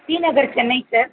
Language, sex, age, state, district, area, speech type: Tamil, female, 18-30, Tamil Nadu, Chennai, urban, conversation